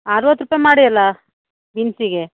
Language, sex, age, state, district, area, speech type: Kannada, female, 30-45, Karnataka, Uttara Kannada, rural, conversation